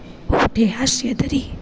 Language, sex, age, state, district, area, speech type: Gujarati, female, 18-30, Gujarat, Junagadh, urban, spontaneous